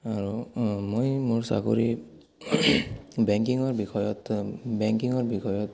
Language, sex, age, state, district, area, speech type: Assamese, male, 18-30, Assam, Barpeta, rural, spontaneous